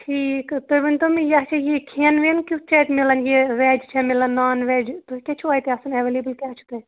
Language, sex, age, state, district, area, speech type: Kashmiri, female, 30-45, Jammu and Kashmir, Shopian, rural, conversation